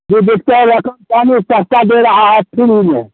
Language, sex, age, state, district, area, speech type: Hindi, male, 60+, Bihar, Muzaffarpur, rural, conversation